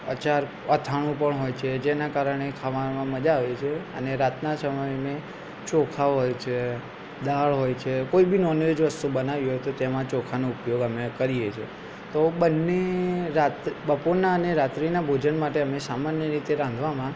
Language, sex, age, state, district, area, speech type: Gujarati, male, 18-30, Gujarat, Aravalli, urban, spontaneous